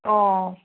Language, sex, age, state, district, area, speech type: Goan Konkani, female, 45-60, Goa, Murmgao, rural, conversation